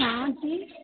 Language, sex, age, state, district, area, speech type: Hindi, female, 18-30, Madhya Pradesh, Chhindwara, urban, conversation